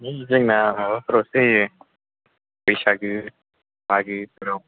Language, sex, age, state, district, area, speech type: Bodo, male, 18-30, Assam, Baksa, rural, conversation